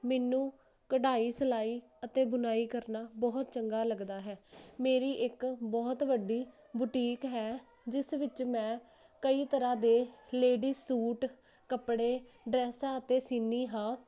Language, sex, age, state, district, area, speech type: Punjabi, female, 18-30, Punjab, Jalandhar, urban, spontaneous